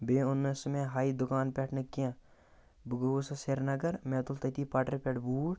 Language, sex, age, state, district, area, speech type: Kashmiri, male, 18-30, Jammu and Kashmir, Bandipora, rural, spontaneous